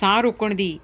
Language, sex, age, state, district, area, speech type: Punjabi, female, 45-60, Punjab, Ludhiana, urban, spontaneous